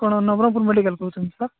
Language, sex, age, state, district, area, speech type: Odia, male, 18-30, Odisha, Nabarangpur, urban, conversation